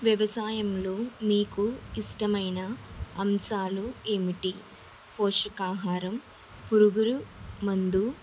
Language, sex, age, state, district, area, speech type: Telugu, female, 18-30, Telangana, Vikarabad, urban, spontaneous